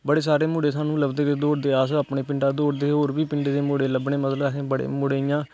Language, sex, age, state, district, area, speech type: Dogri, male, 18-30, Jammu and Kashmir, Kathua, rural, spontaneous